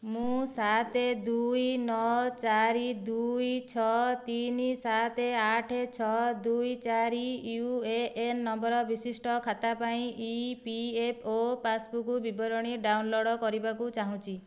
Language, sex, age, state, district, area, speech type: Odia, female, 30-45, Odisha, Dhenkanal, rural, read